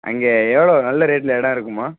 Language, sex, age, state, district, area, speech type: Tamil, male, 18-30, Tamil Nadu, Perambalur, urban, conversation